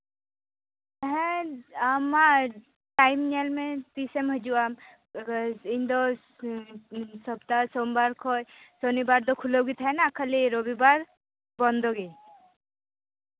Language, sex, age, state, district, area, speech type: Santali, female, 18-30, West Bengal, Purba Bardhaman, rural, conversation